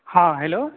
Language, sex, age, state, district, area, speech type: Maithili, male, 30-45, Bihar, Purnia, rural, conversation